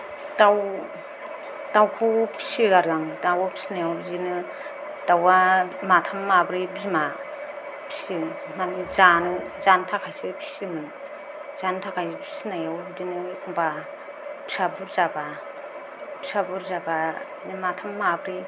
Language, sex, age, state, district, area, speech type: Bodo, female, 30-45, Assam, Kokrajhar, rural, spontaneous